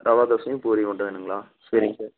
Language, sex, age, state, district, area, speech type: Tamil, male, 18-30, Tamil Nadu, Namakkal, rural, conversation